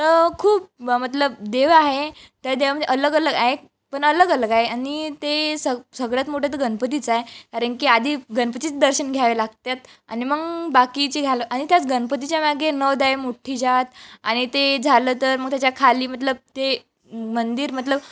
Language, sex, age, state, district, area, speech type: Marathi, female, 18-30, Maharashtra, Wardha, rural, spontaneous